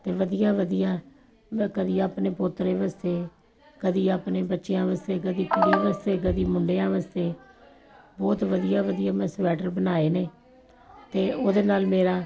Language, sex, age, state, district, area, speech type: Punjabi, female, 45-60, Punjab, Kapurthala, urban, spontaneous